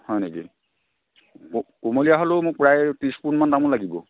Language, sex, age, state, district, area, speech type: Assamese, male, 45-60, Assam, Dhemaji, rural, conversation